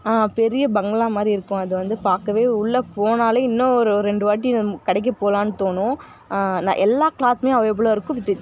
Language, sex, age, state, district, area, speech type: Tamil, female, 18-30, Tamil Nadu, Kallakurichi, rural, spontaneous